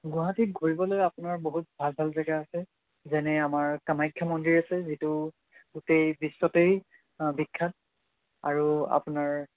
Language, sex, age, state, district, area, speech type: Assamese, male, 18-30, Assam, Kamrup Metropolitan, rural, conversation